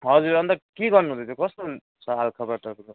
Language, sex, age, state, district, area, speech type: Nepali, male, 18-30, West Bengal, Kalimpong, rural, conversation